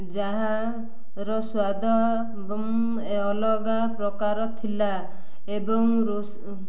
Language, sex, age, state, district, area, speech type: Odia, female, 30-45, Odisha, Ganjam, urban, spontaneous